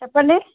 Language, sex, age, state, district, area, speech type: Telugu, female, 45-60, Andhra Pradesh, Eluru, rural, conversation